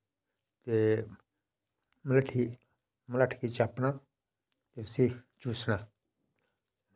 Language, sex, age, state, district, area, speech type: Dogri, male, 45-60, Jammu and Kashmir, Udhampur, rural, spontaneous